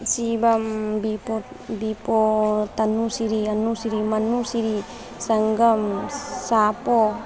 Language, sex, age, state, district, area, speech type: Maithili, female, 18-30, Bihar, Begusarai, rural, spontaneous